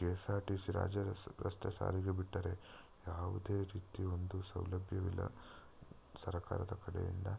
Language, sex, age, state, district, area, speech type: Kannada, male, 18-30, Karnataka, Chikkamagaluru, rural, spontaneous